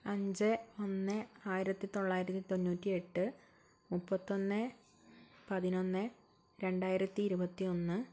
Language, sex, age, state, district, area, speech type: Malayalam, female, 45-60, Kerala, Wayanad, rural, spontaneous